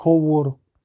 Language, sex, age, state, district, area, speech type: Kashmiri, male, 18-30, Jammu and Kashmir, Shopian, rural, read